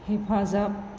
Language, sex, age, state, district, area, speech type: Bodo, female, 60+, Assam, Chirang, rural, read